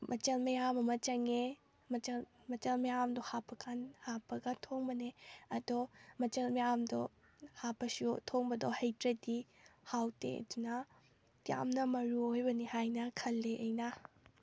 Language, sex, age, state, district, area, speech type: Manipuri, female, 18-30, Manipur, Kakching, rural, spontaneous